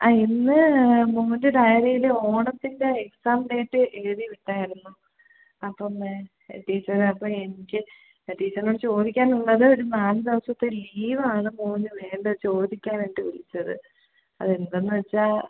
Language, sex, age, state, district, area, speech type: Malayalam, female, 30-45, Kerala, Thiruvananthapuram, rural, conversation